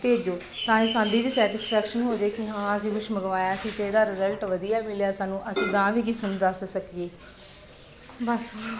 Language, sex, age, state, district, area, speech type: Punjabi, female, 30-45, Punjab, Bathinda, urban, spontaneous